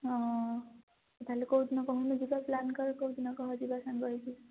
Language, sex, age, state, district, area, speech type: Odia, female, 18-30, Odisha, Rayagada, rural, conversation